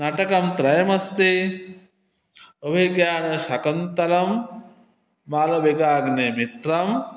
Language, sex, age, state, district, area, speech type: Sanskrit, male, 30-45, West Bengal, Dakshin Dinajpur, urban, spontaneous